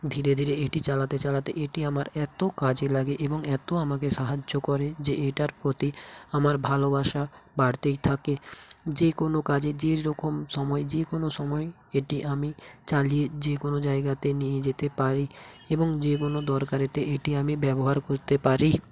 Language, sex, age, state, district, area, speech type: Bengali, male, 18-30, West Bengal, North 24 Parganas, rural, spontaneous